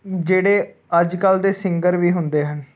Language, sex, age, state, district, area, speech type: Punjabi, male, 18-30, Punjab, Ludhiana, urban, spontaneous